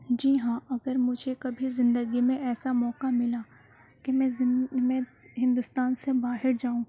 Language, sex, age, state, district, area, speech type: Urdu, female, 18-30, Delhi, Central Delhi, urban, spontaneous